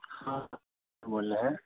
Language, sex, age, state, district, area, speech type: Hindi, male, 18-30, Bihar, Begusarai, rural, conversation